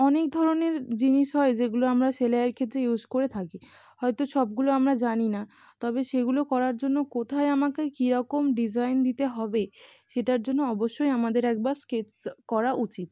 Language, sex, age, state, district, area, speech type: Bengali, female, 18-30, West Bengal, North 24 Parganas, urban, spontaneous